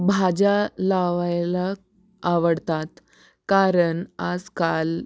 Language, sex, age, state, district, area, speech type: Marathi, female, 18-30, Maharashtra, Osmanabad, rural, spontaneous